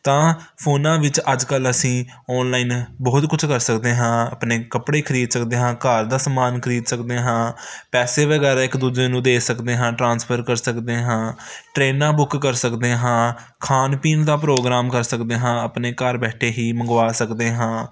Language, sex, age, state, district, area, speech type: Punjabi, male, 18-30, Punjab, Hoshiarpur, urban, spontaneous